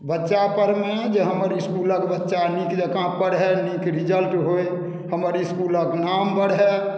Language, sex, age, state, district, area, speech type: Maithili, male, 60+, Bihar, Madhubani, rural, spontaneous